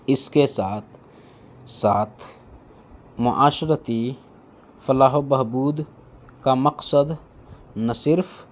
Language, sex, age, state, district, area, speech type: Urdu, male, 18-30, Delhi, North East Delhi, urban, spontaneous